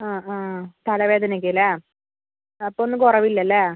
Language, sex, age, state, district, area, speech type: Malayalam, female, 60+, Kerala, Wayanad, rural, conversation